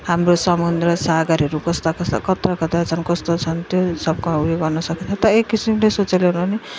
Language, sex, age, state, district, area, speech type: Nepali, female, 30-45, West Bengal, Jalpaiguri, rural, spontaneous